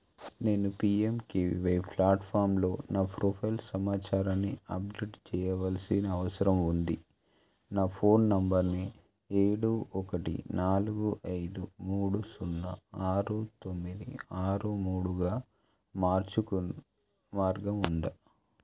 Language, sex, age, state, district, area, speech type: Telugu, male, 30-45, Telangana, Adilabad, rural, read